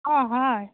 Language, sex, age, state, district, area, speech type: Assamese, female, 30-45, Assam, Biswanath, rural, conversation